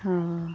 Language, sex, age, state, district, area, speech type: Santali, female, 18-30, Jharkhand, Pakur, rural, spontaneous